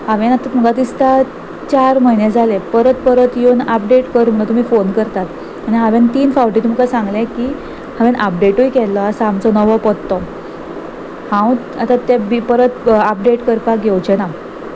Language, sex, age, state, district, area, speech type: Goan Konkani, female, 30-45, Goa, Salcete, urban, spontaneous